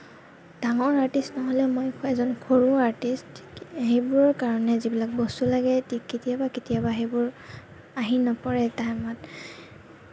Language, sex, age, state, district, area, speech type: Assamese, female, 18-30, Assam, Kamrup Metropolitan, urban, spontaneous